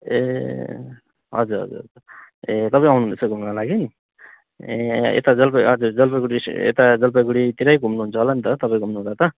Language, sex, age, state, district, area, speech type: Nepali, male, 30-45, West Bengal, Jalpaiguri, rural, conversation